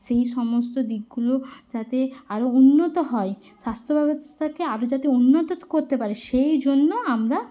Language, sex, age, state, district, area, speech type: Bengali, female, 18-30, West Bengal, Bankura, urban, spontaneous